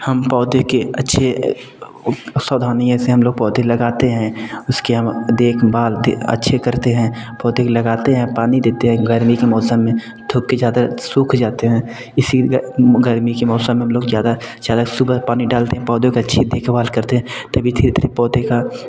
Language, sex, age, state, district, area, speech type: Hindi, male, 18-30, Uttar Pradesh, Bhadohi, urban, spontaneous